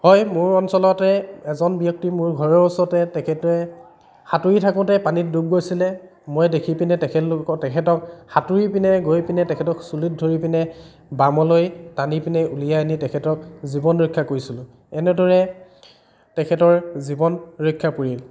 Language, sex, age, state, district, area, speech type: Assamese, male, 30-45, Assam, Dhemaji, rural, spontaneous